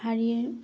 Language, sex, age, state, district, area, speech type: Assamese, female, 30-45, Assam, Udalguri, rural, spontaneous